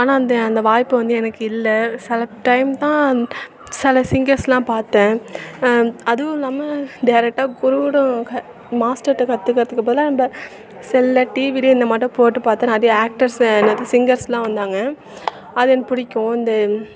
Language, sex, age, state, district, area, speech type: Tamil, female, 18-30, Tamil Nadu, Thanjavur, urban, spontaneous